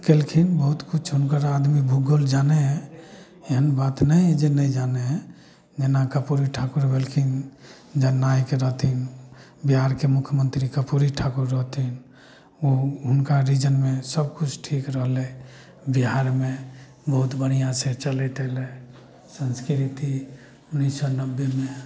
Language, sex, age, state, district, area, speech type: Maithili, male, 45-60, Bihar, Samastipur, rural, spontaneous